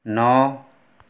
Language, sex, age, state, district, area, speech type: Hindi, male, 60+, Madhya Pradesh, Betul, rural, read